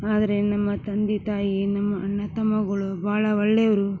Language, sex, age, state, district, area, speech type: Kannada, female, 30-45, Karnataka, Gadag, urban, spontaneous